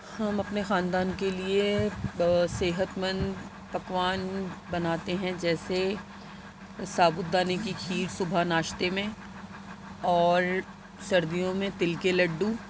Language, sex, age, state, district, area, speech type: Urdu, female, 30-45, Delhi, Central Delhi, urban, spontaneous